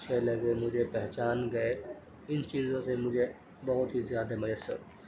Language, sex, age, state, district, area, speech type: Urdu, male, 30-45, Uttar Pradesh, Gautam Buddha Nagar, urban, spontaneous